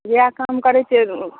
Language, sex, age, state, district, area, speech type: Maithili, female, 30-45, Bihar, Supaul, rural, conversation